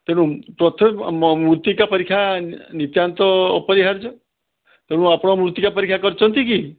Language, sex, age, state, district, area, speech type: Odia, male, 60+, Odisha, Balasore, rural, conversation